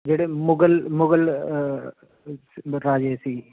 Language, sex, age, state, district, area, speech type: Punjabi, male, 45-60, Punjab, Jalandhar, urban, conversation